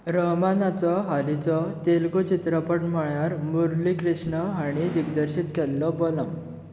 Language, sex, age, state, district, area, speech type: Goan Konkani, male, 18-30, Goa, Bardez, urban, read